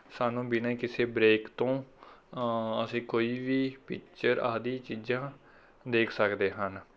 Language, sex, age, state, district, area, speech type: Punjabi, male, 18-30, Punjab, Rupnagar, urban, spontaneous